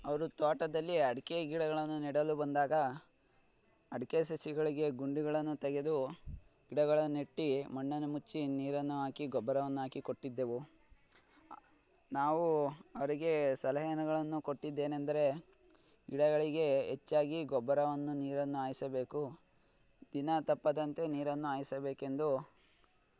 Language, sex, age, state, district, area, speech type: Kannada, male, 45-60, Karnataka, Tumkur, rural, spontaneous